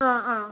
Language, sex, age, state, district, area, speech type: Malayalam, female, 18-30, Kerala, Ernakulam, rural, conversation